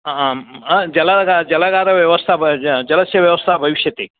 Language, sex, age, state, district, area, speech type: Sanskrit, male, 60+, Karnataka, Vijayapura, urban, conversation